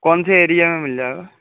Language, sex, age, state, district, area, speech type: Urdu, male, 18-30, Uttar Pradesh, Saharanpur, urban, conversation